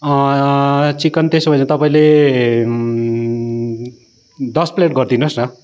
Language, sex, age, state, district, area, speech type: Nepali, male, 45-60, West Bengal, Darjeeling, rural, spontaneous